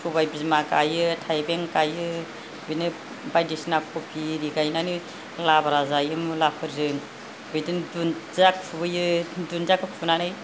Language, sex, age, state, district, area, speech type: Bodo, female, 60+, Assam, Kokrajhar, rural, spontaneous